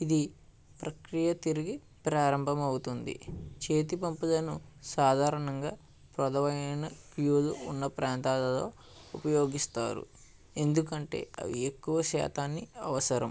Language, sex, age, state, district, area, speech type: Telugu, male, 18-30, Andhra Pradesh, West Godavari, rural, spontaneous